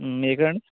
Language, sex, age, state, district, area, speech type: Telugu, male, 45-60, Telangana, Peddapalli, urban, conversation